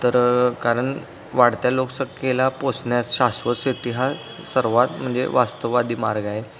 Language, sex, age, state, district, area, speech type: Marathi, male, 18-30, Maharashtra, Kolhapur, urban, spontaneous